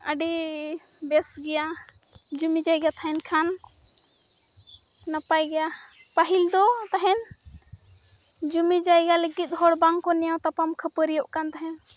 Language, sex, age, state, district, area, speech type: Santali, female, 18-30, Jharkhand, Seraikela Kharsawan, rural, spontaneous